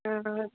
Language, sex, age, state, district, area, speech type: Malayalam, female, 30-45, Kerala, Idukki, rural, conversation